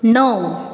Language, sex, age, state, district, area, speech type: Goan Konkani, female, 30-45, Goa, Bardez, urban, read